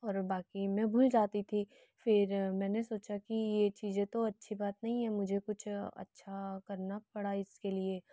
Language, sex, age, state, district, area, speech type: Hindi, female, 18-30, Madhya Pradesh, Betul, rural, spontaneous